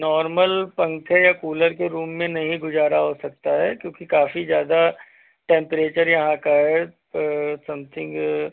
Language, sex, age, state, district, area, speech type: Hindi, male, 45-60, Uttar Pradesh, Hardoi, rural, conversation